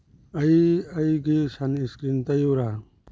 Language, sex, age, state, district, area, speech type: Manipuri, male, 18-30, Manipur, Churachandpur, rural, read